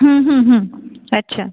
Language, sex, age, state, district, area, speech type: Marathi, female, 18-30, Maharashtra, Buldhana, urban, conversation